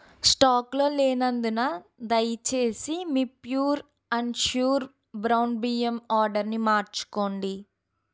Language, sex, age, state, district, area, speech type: Telugu, female, 30-45, Andhra Pradesh, Eluru, urban, read